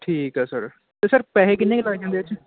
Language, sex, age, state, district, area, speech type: Punjabi, male, 18-30, Punjab, Ludhiana, urban, conversation